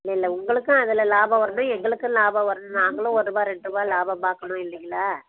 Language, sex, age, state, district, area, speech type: Tamil, female, 30-45, Tamil Nadu, Tirupattur, rural, conversation